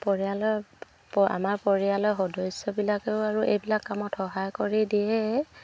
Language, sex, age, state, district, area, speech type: Assamese, female, 45-60, Assam, Dibrugarh, rural, spontaneous